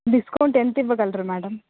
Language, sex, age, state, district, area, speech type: Telugu, female, 18-30, Andhra Pradesh, Nellore, rural, conversation